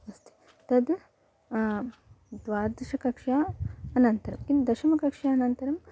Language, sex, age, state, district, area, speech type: Sanskrit, female, 18-30, Kerala, Kasaragod, rural, spontaneous